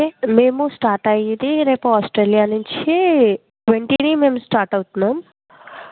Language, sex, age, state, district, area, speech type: Telugu, female, 30-45, Andhra Pradesh, Kakinada, rural, conversation